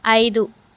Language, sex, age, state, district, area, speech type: Telugu, female, 18-30, Andhra Pradesh, Kakinada, urban, read